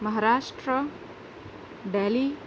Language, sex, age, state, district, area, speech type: Urdu, female, 30-45, Uttar Pradesh, Gautam Buddha Nagar, rural, spontaneous